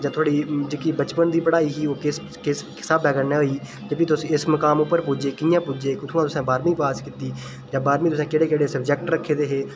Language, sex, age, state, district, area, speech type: Dogri, male, 18-30, Jammu and Kashmir, Udhampur, rural, spontaneous